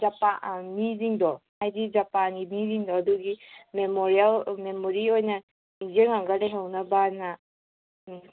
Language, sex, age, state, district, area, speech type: Manipuri, female, 18-30, Manipur, Senapati, urban, conversation